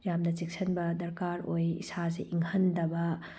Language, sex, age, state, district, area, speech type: Manipuri, female, 30-45, Manipur, Tengnoupal, rural, spontaneous